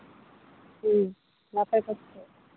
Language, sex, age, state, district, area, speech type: Santali, female, 30-45, Jharkhand, Seraikela Kharsawan, rural, conversation